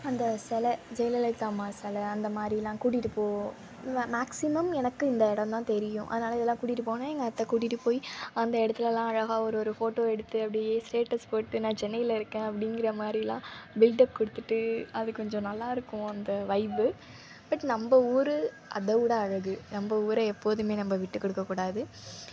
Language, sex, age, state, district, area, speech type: Tamil, female, 18-30, Tamil Nadu, Thanjavur, urban, spontaneous